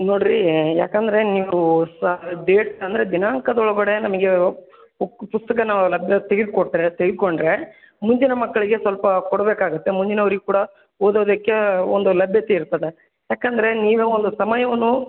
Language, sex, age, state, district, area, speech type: Kannada, male, 30-45, Karnataka, Bellary, rural, conversation